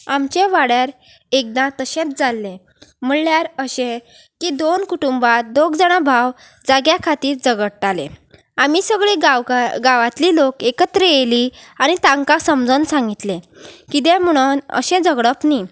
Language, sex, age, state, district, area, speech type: Goan Konkani, female, 18-30, Goa, Sanguem, rural, spontaneous